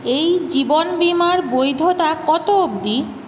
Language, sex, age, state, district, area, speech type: Bengali, female, 30-45, West Bengal, Paschim Medinipur, urban, read